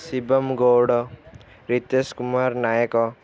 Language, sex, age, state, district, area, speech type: Odia, male, 18-30, Odisha, Ganjam, urban, spontaneous